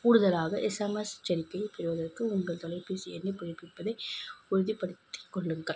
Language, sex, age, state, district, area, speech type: Tamil, female, 18-30, Tamil Nadu, Kanchipuram, urban, spontaneous